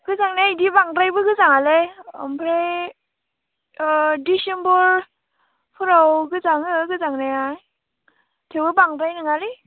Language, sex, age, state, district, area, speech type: Bodo, female, 18-30, Assam, Baksa, rural, conversation